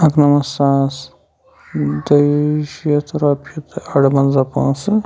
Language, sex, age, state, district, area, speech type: Kashmiri, male, 30-45, Jammu and Kashmir, Shopian, rural, spontaneous